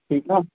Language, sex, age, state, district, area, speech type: Sindhi, male, 18-30, Maharashtra, Mumbai Suburban, urban, conversation